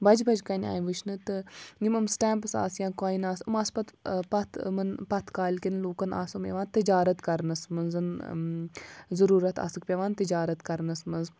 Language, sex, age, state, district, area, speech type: Kashmiri, female, 18-30, Jammu and Kashmir, Bandipora, rural, spontaneous